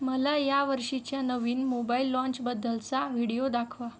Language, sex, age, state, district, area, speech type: Marathi, female, 18-30, Maharashtra, Wardha, rural, read